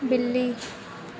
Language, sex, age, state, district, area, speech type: Hindi, female, 18-30, Madhya Pradesh, Harda, rural, read